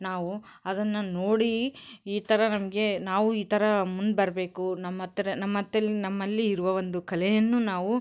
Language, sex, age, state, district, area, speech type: Kannada, female, 30-45, Karnataka, Koppal, rural, spontaneous